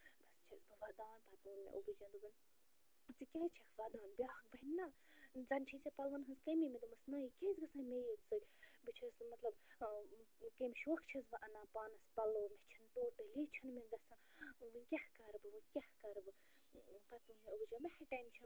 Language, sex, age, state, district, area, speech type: Kashmiri, female, 30-45, Jammu and Kashmir, Bandipora, rural, spontaneous